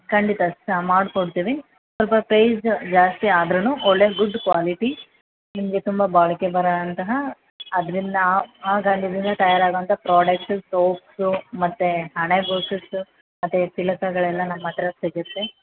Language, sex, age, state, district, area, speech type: Kannada, female, 18-30, Karnataka, Chamarajanagar, rural, conversation